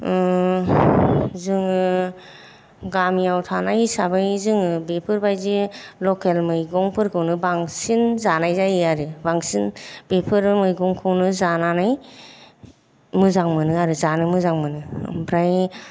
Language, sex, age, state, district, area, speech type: Bodo, female, 45-60, Assam, Kokrajhar, urban, spontaneous